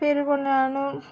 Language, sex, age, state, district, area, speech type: Telugu, female, 18-30, Telangana, Medak, rural, spontaneous